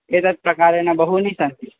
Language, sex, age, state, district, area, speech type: Sanskrit, male, 18-30, Assam, Tinsukia, rural, conversation